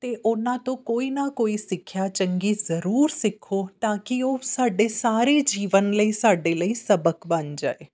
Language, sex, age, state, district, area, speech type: Punjabi, female, 30-45, Punjab, Amritsar, urban, spontaneous